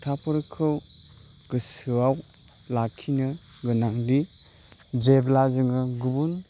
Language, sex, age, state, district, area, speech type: Bodo, male, 30-45, Assam, Chirang, urban, spontaneous